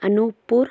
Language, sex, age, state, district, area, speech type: Hindi, female, 30-45, Madhya Pradesh, Balaghat, rural, spontaneous